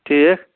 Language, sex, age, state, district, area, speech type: Kashmiri, male, 18-30, Jammu and Kashmir, Anantnag, rural, conversation